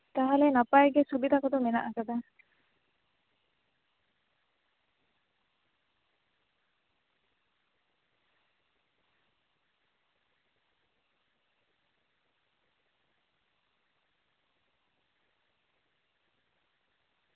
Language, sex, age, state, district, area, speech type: Santali, female, 18-30, West Bengal, Bankura, rural, conversation